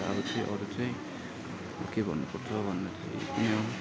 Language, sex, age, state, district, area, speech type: Nepali, male, 30-45, West Bengal, Darjeeling, rural, spontaneous